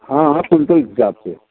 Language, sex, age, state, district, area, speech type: Hindi, male, 45-60, Uttar Pradesh, Jaunpur, rural, conversation